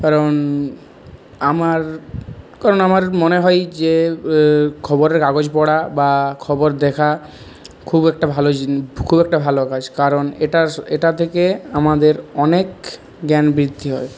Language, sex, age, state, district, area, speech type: Bengali, male, 30-45, West Bengal, Purulia, urban, spontaneous